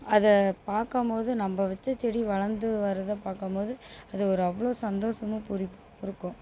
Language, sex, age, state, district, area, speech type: Tamil, female, 30-45, Tamil Nadu, Tiruchirappalli, rural, spontaneous